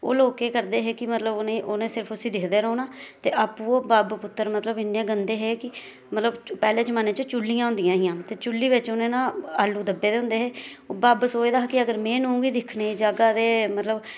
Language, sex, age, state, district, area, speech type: Dogri, female, 30-45, Jammu and Kashmir, Reasi, rural, spontaneous